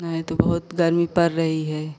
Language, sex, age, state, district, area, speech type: Hindi, female, 45-60, Uttar Pradesh, Pratapgarh, rural, spontaneous